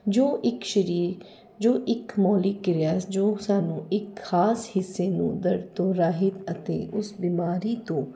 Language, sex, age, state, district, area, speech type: Punjabi, female, 45-60, Punjab, Jalandhar, urban, spontaneous